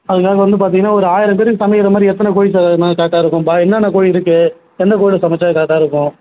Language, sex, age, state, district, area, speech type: Tamil, male, 18-30, Tamil Nadu, Kallakurichi, rural, conversation